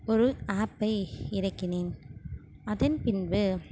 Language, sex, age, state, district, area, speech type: Tamil, female, 18-30, Tamil Nadu, Ranipet, urban, spontaneous